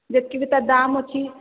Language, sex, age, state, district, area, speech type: Odia, female, 18-30, Odisha, Sambalpur, rural, conversation